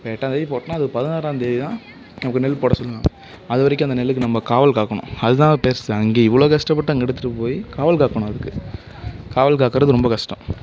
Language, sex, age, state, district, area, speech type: Tamil, male, 18-30, Tamil Nadu, Mayiladuthurai, urban, spontaneous